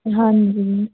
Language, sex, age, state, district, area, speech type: Punjabi, female, 18-30, Punjab, Firozpur, rural, conversation